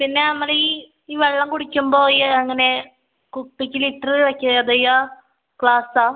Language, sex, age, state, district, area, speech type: Malayalam, female, 18-30, Kerala, Malappuram, rural, conversation